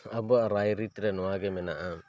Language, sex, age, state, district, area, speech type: Santali, male, 30-45, West Bengal, Bankura, rural, spontaneous